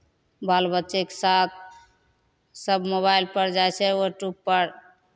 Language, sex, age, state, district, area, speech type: Maithili, female, 45-60, Bihar, Begusarai, rural, spontaneous